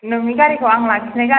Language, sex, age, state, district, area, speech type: Bodo, female, 18-30, Assam, Baksa, rural, conversation